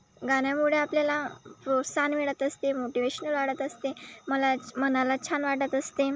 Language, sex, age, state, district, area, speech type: Marathi, female, 18-30, Maharashtra, Wardha, rural, spontaneous